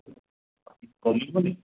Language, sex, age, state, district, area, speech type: Odia, male, 45-60, Odisha, Koraput, urban, conversation